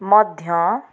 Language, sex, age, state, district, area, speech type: Odia, female, 45-60, Odisha, Cuttack, urban, spontaneous